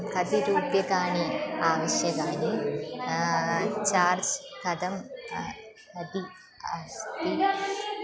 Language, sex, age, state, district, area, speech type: Sanskrit, female, 18-30, Kerala, Thrissur, urban, spontaneous